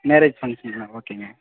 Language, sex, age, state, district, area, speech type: Tamil, male, 30-45, Tamil Nadu, Virudhunagar, rural, conversation